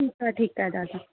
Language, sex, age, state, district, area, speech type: Sindhi, female, 18-30, Rajasthan, Ajmer, urban, conversation